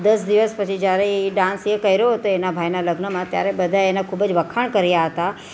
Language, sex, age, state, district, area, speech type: Gujarati, female, 30-45, Gujarat, Surat, urban, spontaneous